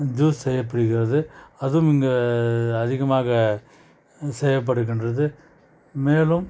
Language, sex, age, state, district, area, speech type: Tamil, male, 45-60, Tamil Nadu, Krishnagiri, rural, spontaneous